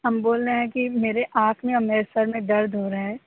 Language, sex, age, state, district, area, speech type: Urdu, female, 18-30, Uttar Pradesh, Aligarh, urban, conversation